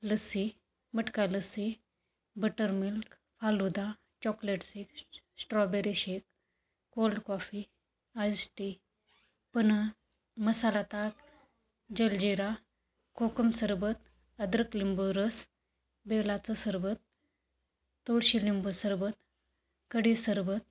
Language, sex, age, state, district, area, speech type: Marathi, female, 30-45, Maharashtra, Beed, urban, spontaneous